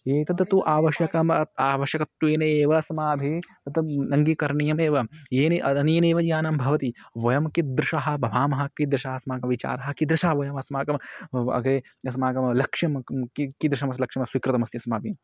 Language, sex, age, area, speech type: Sanskrit, male, 18-30, rural, spontaneous